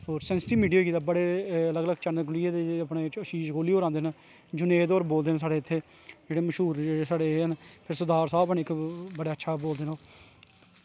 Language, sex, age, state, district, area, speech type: Dogri, male, 30-45, Jammu and Kashmir, Kathua, urban, spontaneous